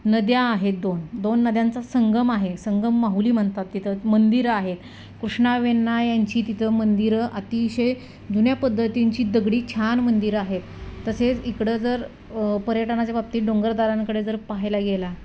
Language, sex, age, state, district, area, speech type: Marathi, female, 30-45, Maharashtra, Satara, rural, spontaneous